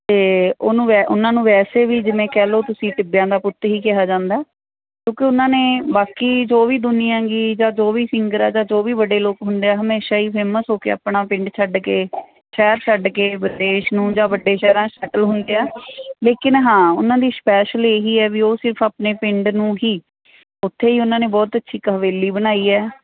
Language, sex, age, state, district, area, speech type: Punjabi, female, 30-45, Punjab, Mansa, urban, conversation